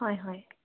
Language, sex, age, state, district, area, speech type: Assamese, female, 30-45, Assam, Majuli, urban, conversation